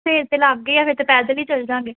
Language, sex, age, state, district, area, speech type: Punjabi, female, 18-30, Punjab, Amritsar, urban, conversation